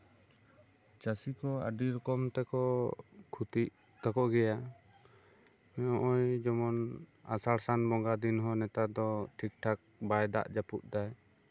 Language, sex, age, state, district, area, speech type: Santali, male, 18-30, West Bengal, Bankura, rural, spontaneous